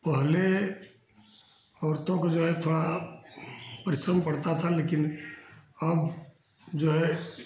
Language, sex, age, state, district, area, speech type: Hindi, male, 60+, Uttar Pradesh, Chandauli, urban, spontaneous